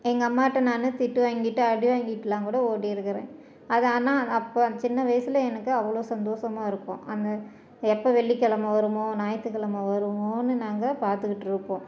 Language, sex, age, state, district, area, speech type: Tamil, female, 45-60, Tamil Nadu, Salem, rural, spontaneous